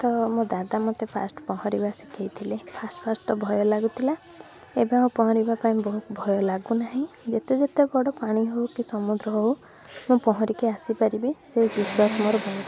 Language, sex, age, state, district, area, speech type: Odia, female, 18-30, Odisha, Puri, urban, spontaneous